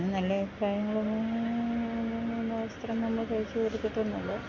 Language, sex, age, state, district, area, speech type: Malayalam, female, 60+, Kerala, Idukki, rural, spontaneous